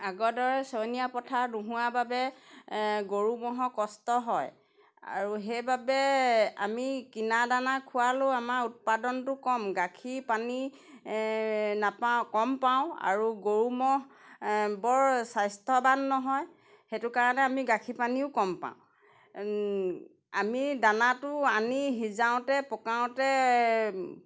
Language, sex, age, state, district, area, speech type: Assamese, female, 45-60, Assam, Golaghat, rural, spontaneous